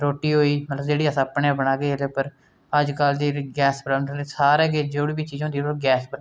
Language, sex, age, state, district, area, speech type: Dogri, male, 30-45, Jammu and Kashmir, Udhampur, rural, spontaneous